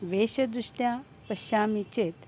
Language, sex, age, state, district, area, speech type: Sanskrit, female, 60+, Maharashtra, Nagpur, urban, spontaneous